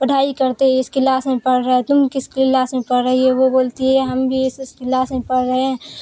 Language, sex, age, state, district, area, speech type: Urdu, female, 18-30, Bihar, Supaul, urban, spontaneous